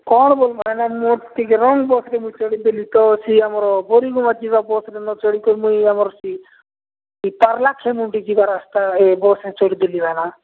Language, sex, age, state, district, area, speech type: Odia, male, 45-60, Odisha, Nabarangpur, rural, conversation